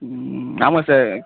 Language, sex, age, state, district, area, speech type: Tamil, male, 30-45, Tamil Nadu, Ariyalur, rural, conversation